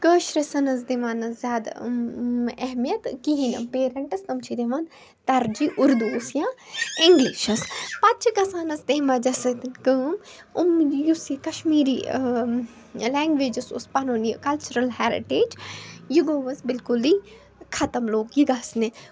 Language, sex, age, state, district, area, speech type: Kashmiri, female, 18-30, Jammu and Kashmir, Bandipora, rural, spontaneous